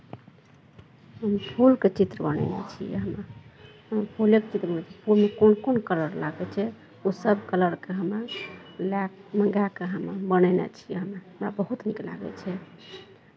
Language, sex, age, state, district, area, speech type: Maithili, female, 30-45, Bihar, Araria, rural, spontaneous